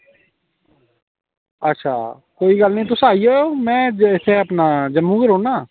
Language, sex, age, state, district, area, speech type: Dogri, male, 30-45, Jammu and Kashmir, Samba, rural, conversation